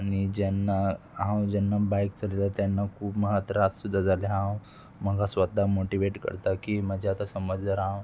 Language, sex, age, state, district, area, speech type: Goan Konkani, male, 18-30, Goa, Murmgao, urban, spontaneous